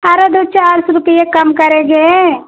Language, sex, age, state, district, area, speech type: Hindi, female, 60+, Uttar Pradesh, Pratapgarh, rural, conversation